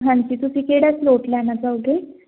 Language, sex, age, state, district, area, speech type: Punjabi, female, 18-30, Punjab, Fazilka, rural, conversation